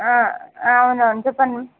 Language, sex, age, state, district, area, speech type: Telugu, female, 60+, Andhra Pradesh, Visakhapatnam, urban, conversation